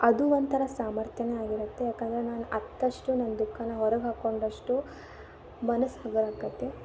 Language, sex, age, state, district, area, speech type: Kannada, female, 18-30, Karnataka, Dharwad, rural, spontaneous